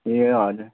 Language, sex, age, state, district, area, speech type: Nepali, male, 18-30, West Bengal, Kalimpong, rural, conversation